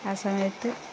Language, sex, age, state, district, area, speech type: Malayalam, female, 45-60, Kerala, Kozhikode, rural, spontaneous